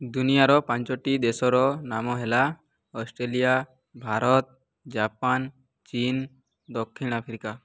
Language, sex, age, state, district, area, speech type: Odia, male, 18-30, Odisha, Subarnapur, urban, spontaneous